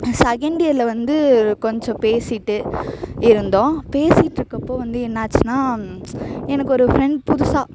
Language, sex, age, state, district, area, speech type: Tamil, female, 18-30, Tamil Nadu, Thanjavur, urban, spontaneous